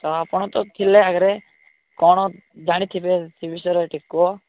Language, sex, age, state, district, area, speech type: Odia, male, 18-30, Odisha, Nabarangpur, urban, conversation